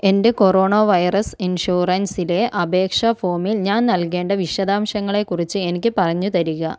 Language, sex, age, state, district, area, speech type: Malayalam, female, 45-60, Kerala, Kozhikode, urban, read